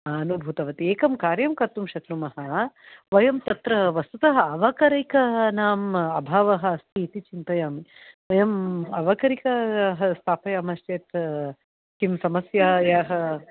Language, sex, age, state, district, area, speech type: Sanskrit, female, 45-60, Karnataka, Bangalore Urban, urban, conversation